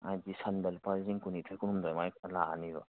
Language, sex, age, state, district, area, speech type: Manipuri, male, 30-45, Manipur, Kangpokpi, urban, conversation